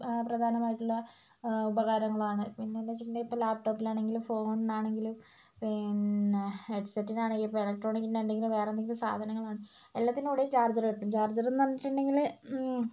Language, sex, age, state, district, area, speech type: Malayalam, female, 45-60, Kerala, Kozhikode, urban, spontaneous